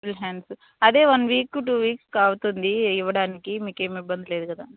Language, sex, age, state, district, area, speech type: Telugu, female, 45-60, Andhra Pradesh, Kadapa, urban, conversation